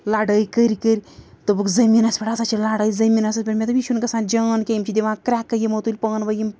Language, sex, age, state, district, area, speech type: Kashmiri, female, 30-45, Jammu and Kashmir, Srinagar, urban, spontaneous